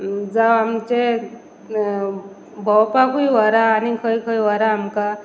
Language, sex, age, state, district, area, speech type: Goan Konkani, female, 30-45, Goa, Pernem, rural, spontaneous